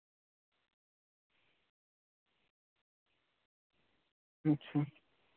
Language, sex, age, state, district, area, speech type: Santali, male, 30-45, West Bengal, Paschim Bardhaman, rural, conversation